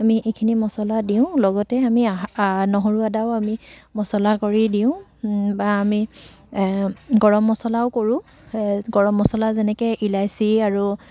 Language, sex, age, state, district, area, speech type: Assamese, female, 45-60, Assam, Dibrugarh, rural, spontaneous